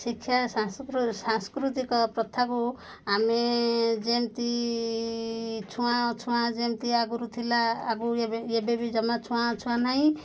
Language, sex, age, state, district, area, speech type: Odia, female, 45-60, Odisha, Koraput, urban, spontaneous